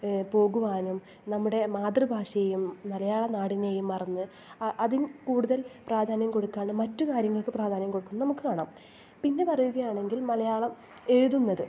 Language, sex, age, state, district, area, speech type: Malayalam, female, 18-30, Kerala, Thrissur, urban, spontaneous